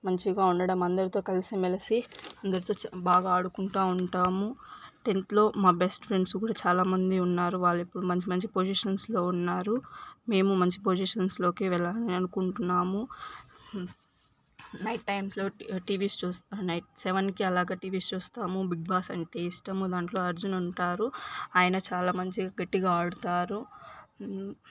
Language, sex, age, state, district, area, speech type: Telugu, female, 18-30, Andhra Pradesh, Sri Balaji, rural, spontaneous